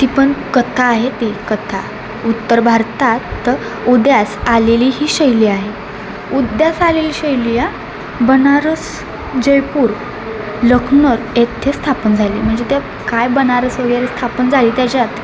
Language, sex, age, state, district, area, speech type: Marathi, female, 18-30, Maharashtra, Satara, urban, spontaneous